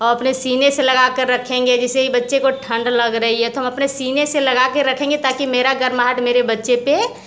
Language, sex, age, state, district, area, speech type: Hindi, female, 30-45, Uttar Pradesh, Mirzapur, rural, spontaneous